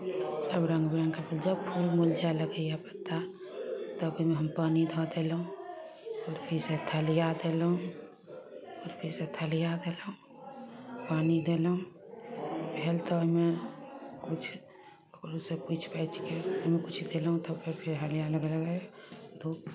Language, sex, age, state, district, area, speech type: Maithili, female, 30-45, Bihar, Samastipur, urban, spontaneous